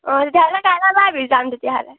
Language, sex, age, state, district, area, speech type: Assamese, female, 18-30, Assam, Majuli, urban, conversation